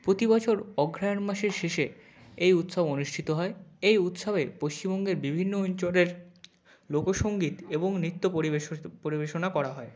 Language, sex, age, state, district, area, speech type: Bengali, male, 45-60, West Bengal, Nadia, rural, spontaneous